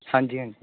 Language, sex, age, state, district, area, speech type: Punjabi, male, 18-30, Punjab, Barnala, rural, conversation